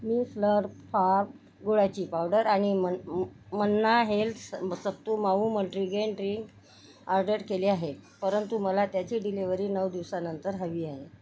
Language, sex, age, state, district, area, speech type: Marathi, female, 60+, Maharashtra, Nagpur, urban, read